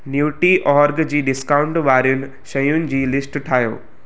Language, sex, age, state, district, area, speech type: Sindhi, male, 18-30, Gujarat, Surat, urban, read